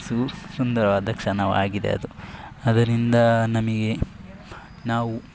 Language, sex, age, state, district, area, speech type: Kannada, male, 18-30, Karnataka, Dakshina Kannada, rural, spontaneous